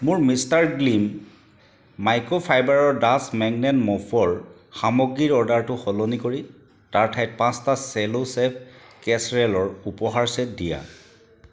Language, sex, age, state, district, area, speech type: Assamese, male, 45-60, Assam, Charaideo, urban, read